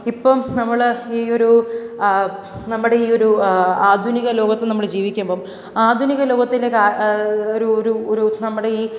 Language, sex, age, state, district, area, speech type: Malayalam, female, 18-30, Kerala, Pathanamthitta, rural, spontaneous